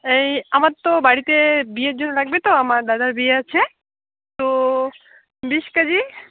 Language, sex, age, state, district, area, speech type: Bengali, female, 18-30, West Bengal, Jalpaiguri, rural, conversation